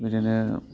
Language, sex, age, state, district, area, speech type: Bodo, male, 30-45, Assam, Udalguri, urban, spontaneous